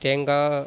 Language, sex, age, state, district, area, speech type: Tamil, male, 30-45, Tamil Nadu, Viluppuram, rural, spontaneous